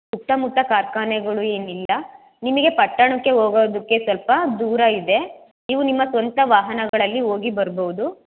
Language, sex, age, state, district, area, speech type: Kannada, female, 18-30, Karnataka, Chitradurga, urban, conversation